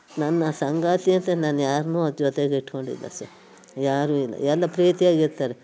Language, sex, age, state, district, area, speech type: Kannada, female, 60+, Karnataka, Mandya, rural, spontaneous